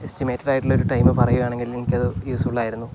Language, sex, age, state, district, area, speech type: Malayalam, male, 45-60, Kerala, Wayanad, rural, spontaneous